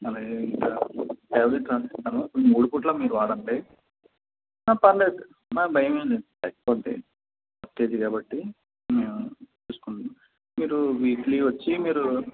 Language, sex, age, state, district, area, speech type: Telugu, male, 30-45, Andhra Pradesh, Konaseema, urban, conversation